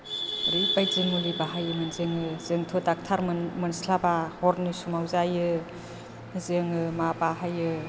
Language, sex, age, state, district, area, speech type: Bodo, female, 60+, Assam, Chirang, rural, spontaneous